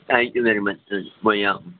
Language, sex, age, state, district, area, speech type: Urdu, male, 45-60, Telangana, Hyderabad, urban, conversation